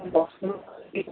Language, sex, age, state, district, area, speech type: Assamese, male, 18-30, Assam, Golaghat, rural, conversation